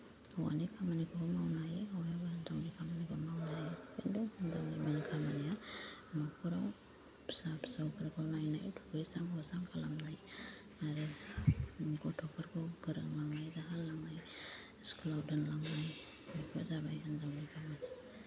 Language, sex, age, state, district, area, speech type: Bodo, female, 30-45, Assam, Kokrajhar, rural, spontaneous